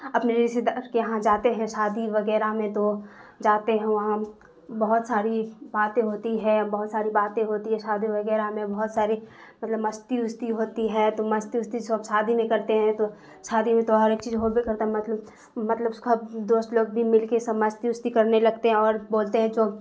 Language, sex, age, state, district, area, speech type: Urdu, female, 30-45, Bihar, Darbhanga, rural, spontaneous